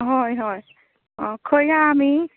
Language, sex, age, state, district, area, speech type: Goan Konkani, female, 30-45, Goa, Tiswadi, rural, conversation